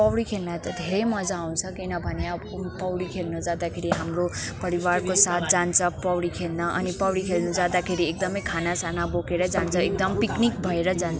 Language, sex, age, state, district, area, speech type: Nepali, female, 18-30, West Bengal, Kalimpong, rural, spontaneous